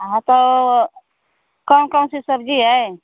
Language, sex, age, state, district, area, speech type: Hindi, female, 45-60, Uttar Pradesh, Mau, rural, conversation